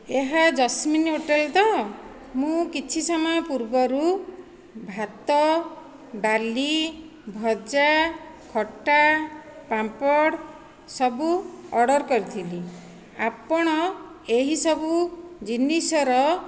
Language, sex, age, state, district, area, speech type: Odia, female, 45-60, Odisha, Dhenkanal, rural, spontaneous